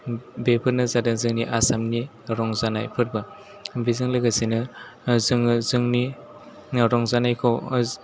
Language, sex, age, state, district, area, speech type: Bodo, male, 18-30, Assam, Chirang, rural, spontaneous